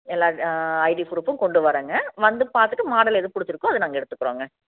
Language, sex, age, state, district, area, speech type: Tamil, female, 30-45, Tamil Nadu, Coimbatore, rural, conversation